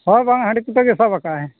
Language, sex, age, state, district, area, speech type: Santali, male, 45-60, Odisha, Mayurbhanj, rural, conversation